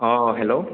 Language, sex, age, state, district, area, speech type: Assamese, male, 18-30, Assam, Sivasagar, rural, conversation